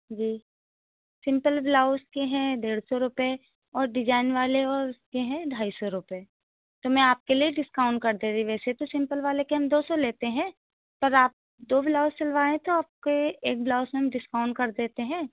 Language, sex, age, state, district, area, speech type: Hindi, female, 30-45, Madhya Pradesh, Hoshangabad, urban, conversation